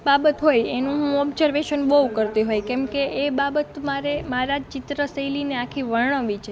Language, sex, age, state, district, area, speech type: Gujarati, female, 18-30, Gujarat, Rajkot, rural, spontaneous